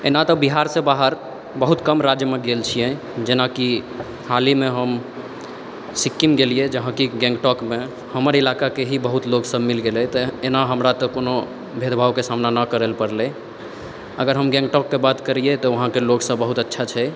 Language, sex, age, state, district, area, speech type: Maithili, male, 18-30, Bihar, Purnia, rural, spontaneous